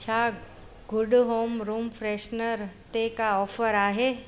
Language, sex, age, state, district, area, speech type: Sindhi, female, 45-60, Gujarat, Surat, urban, read